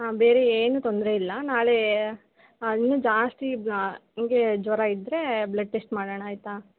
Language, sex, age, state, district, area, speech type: Kannada, female, 18-30, Karnataka, Tumkur, urban, conversation